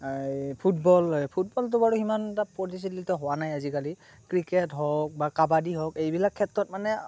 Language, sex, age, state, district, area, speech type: Assamese, male, 18-30, Assam, Morigaon, rural, spontaneous